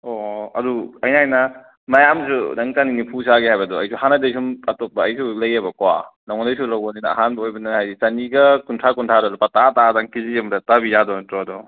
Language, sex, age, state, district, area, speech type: Manipuri, male, 18-30, Manipur, Kakching, rural, conversation